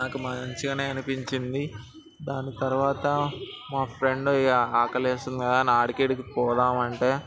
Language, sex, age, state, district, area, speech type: Telugu, male, 18-30, Telangana, Ranga Reddy, urban, spontaneous